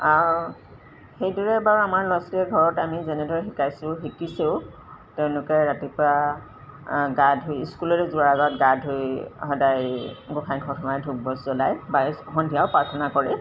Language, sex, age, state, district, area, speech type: Assamese, female, 45-60, Assam, Golaghat, urban, spontaneous